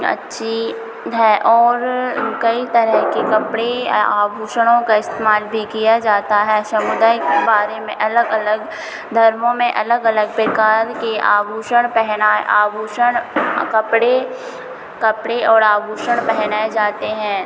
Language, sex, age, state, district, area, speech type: Hindi, female, 30-45, Madhya Pradesh, Hoshangabad, rural, spontaneous